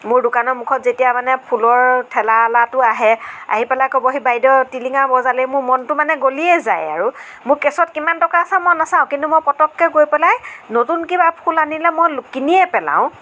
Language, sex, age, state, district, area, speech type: Assamese, female, 45-60, Assam, Nagaon, rural, spontaneous